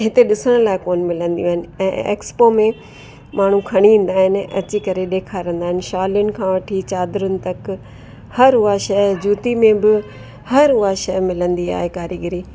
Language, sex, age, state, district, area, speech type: Sindhi, female, 60+, Uttar Pradesh, Lucknow, rural, spontaneous